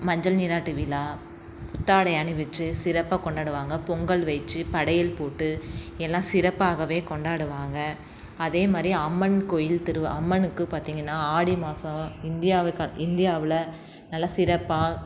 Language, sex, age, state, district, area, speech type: Tamil, female, 30-45, Tamil Nadu, Tiruchirappalli, rural, spontaneous